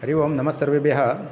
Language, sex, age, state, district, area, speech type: Sanskrit, male, 45-60, Kerala, Kasaragod, urban, spontaneous